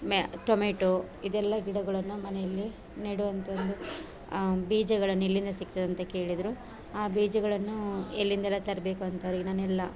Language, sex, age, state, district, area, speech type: Kannada, female, 30-45, Karnataka, Dakshina Kannada, rural, spontaneous